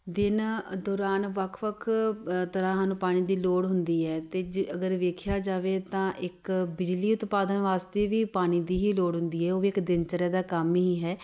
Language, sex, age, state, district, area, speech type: Punjabi, female, 30-45, Punjab, Tarn Taran, urban, spontaneous